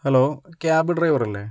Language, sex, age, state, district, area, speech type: Malayalam, male, 30-45, Kerala, Kozhikode, urban, spontaneous